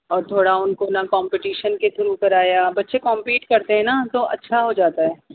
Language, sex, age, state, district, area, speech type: Urdu, female, 45-60, Delhi, North East Delhi, urban, conversation